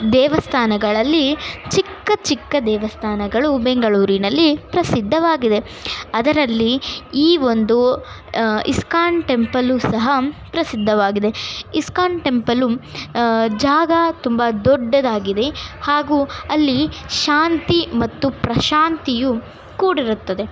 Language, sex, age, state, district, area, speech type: Kannada, other, 18-30, Karnataka, Bangalore Urban, urban, spontaneous